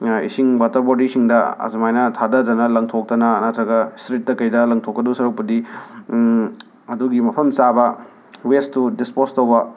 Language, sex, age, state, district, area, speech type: Manipuri, male, 18-30, Manipur, Imphal West, urban, spontaneous